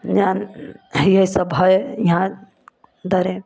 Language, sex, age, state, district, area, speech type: Hindi, female, 60+, Uttar Pradesh, Prayagraj, urban, spontaneous